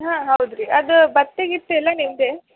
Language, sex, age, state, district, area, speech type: Kannada, female, 18-30, Karnataka, Dharwad, urban, conversation